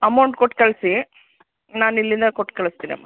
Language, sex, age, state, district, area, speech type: Kannada, female, 60+, Karnataka, Mysore, urban, conversation